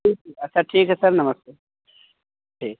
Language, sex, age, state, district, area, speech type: Hindi, male, 30-45, Uttar Pradesh, Azamgarh, rural, conversation